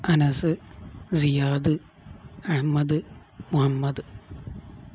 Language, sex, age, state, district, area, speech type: Malayalam, male, 18-30, Kerala, Kozhikode, rural, spontaneous